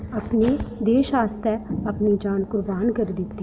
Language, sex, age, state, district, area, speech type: Dogri, female, 18-30, Jammu and Kashmir, Udhampur, rural, spontaneous